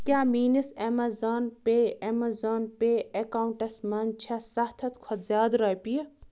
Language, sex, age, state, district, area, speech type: Kashmiri, female, 18-30, Jammu and Kashmir, Ganderbal, rural, read